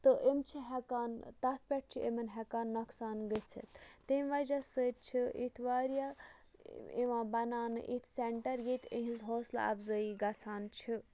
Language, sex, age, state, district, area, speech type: Kashmiri, female, 45-60, Jammu and Kashmir, Bandipora, rural, spontaneous